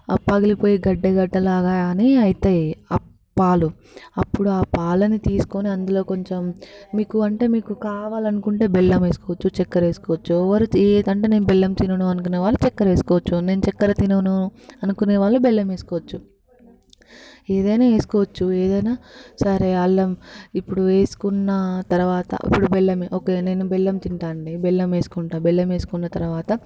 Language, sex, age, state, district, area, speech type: Telugu, female, 18-30, Telangana, Hyderabad, rural, spontaneous